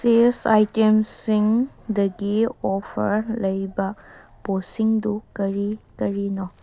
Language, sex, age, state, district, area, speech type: Manipuri, female, 18-30, Manipur, Kangpokpi, urban, read